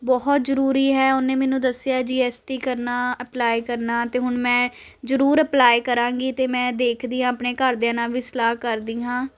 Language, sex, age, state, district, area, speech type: Punjabi, female, 18-30, Punjab, Ludhiana, urban, spontaneous